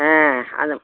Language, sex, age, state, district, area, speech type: Tamil, female, 60+, Tamil Nadu, Tiruchirappalli, rural, conversation